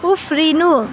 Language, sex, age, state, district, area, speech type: Nepali, female, 18-30, West Bengal, Jalpaiguri, rural, read